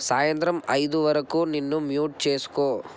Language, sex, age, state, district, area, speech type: Telugu, male, 18-30, Telangana, Medchal, urban, read